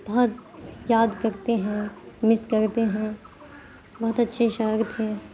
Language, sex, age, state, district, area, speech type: Urdu, female, 18-30, Bihar, Khagaria, urban, spontaneous